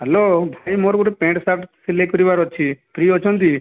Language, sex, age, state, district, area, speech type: Odia, male, 18-30, Odisha, Nayagarh, rural, conversation